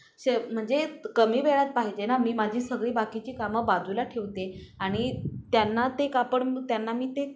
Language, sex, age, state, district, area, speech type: Marathi, female, 18-30, Maharashtra, Ratnagiri, rural, spontaneous